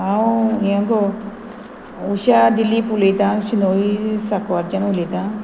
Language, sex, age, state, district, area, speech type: Goan Konkani, female, 45-60, Goa, Murmgao, rural, spontaneous